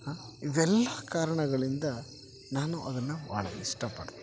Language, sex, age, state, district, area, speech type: Kannada, male, 30-45, Karnataka, Koppal, rural, spontaneous